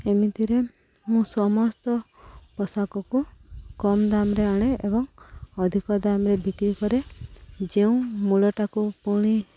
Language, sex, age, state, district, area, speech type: Odia, female, 45-60, Odisha, Subarnapur, urban, spontaneous